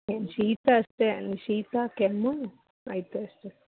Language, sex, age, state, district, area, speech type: Kannada, female, 30-45, Karnataka, Chitradurga, urban, conversation